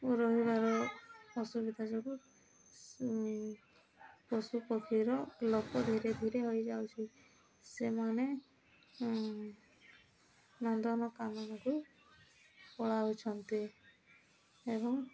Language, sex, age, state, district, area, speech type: Odia, female, 18-30, Odisha, Rayagada, rural, spontaneous